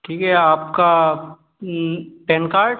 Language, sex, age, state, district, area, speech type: Hindi, male, 18-30, Madhya Pradesh, Gwalior, urban, conversation